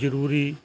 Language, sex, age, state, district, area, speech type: Punjabi, male, 60+, Punjab, Hoshiarpur, rural, spontaneous